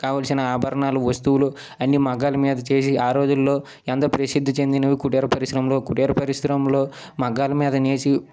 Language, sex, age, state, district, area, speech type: Telugu, male, 30-45, Andhra Pradesh, Srikakulam, urban, spontaneous